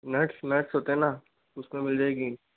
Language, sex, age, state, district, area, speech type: Hindi, female, 60+, Rajasthan, Jodhpur, urban, conversation